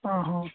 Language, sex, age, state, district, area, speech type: Odia, male, 18-30, Odisha, Nabarangpur, urban, conversation